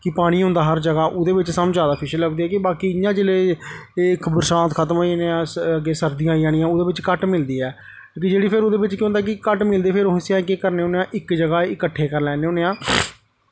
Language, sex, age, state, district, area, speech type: Dogri, male, 30-45, Jammu and Kashmir, Jammu, rural, spontaneous